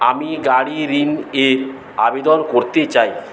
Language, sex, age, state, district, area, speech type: Bengali, male, 45-60, West Bengal, Paschim Medinipur, rural, read